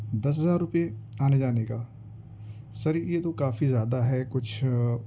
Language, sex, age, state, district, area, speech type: Urdu, male, 18-30, Delhi, East Delhi, urban, spontaneous